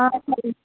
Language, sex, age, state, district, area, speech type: Telugu, male, 45-60, Andhra Pradesh, West Godavari, rural, conversation